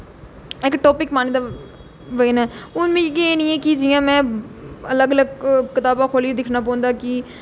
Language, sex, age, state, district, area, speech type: Dogri, female, 18-30, Jammu and Kashmir, Jammu, urban, spontaneous